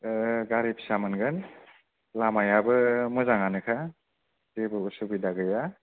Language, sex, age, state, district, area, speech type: Bodo, male, 30-45, Assam, Kokrajhar, rural, conversation